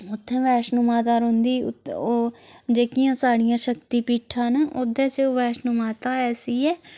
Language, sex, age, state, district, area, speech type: Dogri, female, 30-45, Jammu and Kashmir, Udhampur, rural, spontaneous